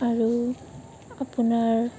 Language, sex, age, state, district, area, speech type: Assamese, female, 18-30, Assam, Morigaon, rural, spontaneous